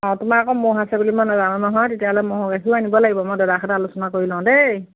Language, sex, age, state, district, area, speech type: Assamese, female, 60+, Assam, Majuli, urban, conversation